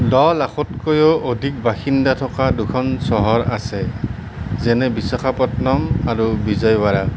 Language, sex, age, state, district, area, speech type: Assamese, male, 30-45, Assam, Nalbari, rural, read